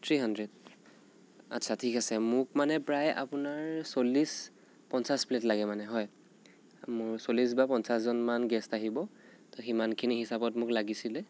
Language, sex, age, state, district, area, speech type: Assamese, male, 18-30, Assam, Nagaon, rural, spontaneous